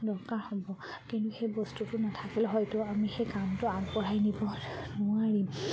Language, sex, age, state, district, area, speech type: Assamese, female, 45-60, Assam, Charaideo, rural, spontaneous